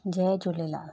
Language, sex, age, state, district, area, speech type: Sindhi, female, 45-60, Gujarat, Surat, urban, spontaneous